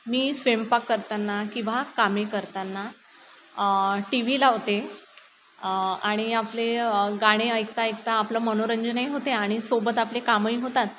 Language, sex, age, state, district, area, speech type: Marathi, female, 30-45, Maharashtra, Nagpur, rural, spontaneous